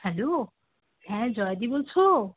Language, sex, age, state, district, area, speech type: Bengali, female, 30-45, West Bengal, Alipurduar, rural, conversation